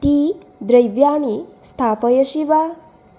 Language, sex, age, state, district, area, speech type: Sanskrit, female, 18-30, Assam, Nalbari, rural, read